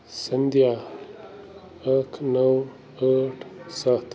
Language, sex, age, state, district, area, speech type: Kashmiri, male, 30-45, Jammu and Kashmir, Bandipora, rural, read